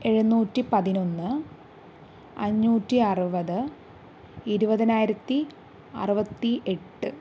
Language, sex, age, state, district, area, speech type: Malayalam, female, 45-60, Kerala, Palakkad, rural, spontaneous